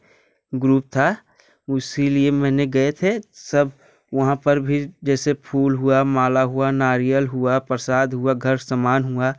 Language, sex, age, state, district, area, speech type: Hindi, male, 18-30, Uttar Pradesh, Jaunpur, rural, spontaneous